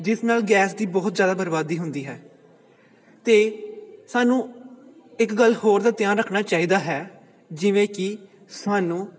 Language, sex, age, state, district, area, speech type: Punjabi, male, 18-30, Punjab, Pathankot, rural, spontaneous